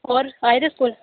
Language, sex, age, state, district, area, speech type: Dogri, female, 18-30, Jammu and Kashmir, Udhampur, rural, conversation